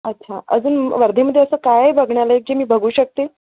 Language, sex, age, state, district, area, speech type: Marathi, female, 30-45, Maharashtra, Wardha, urban, conversation